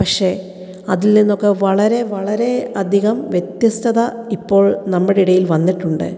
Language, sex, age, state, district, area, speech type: Malayalam, female, 30-45, Kerala, Kottayam, rural, spontaneous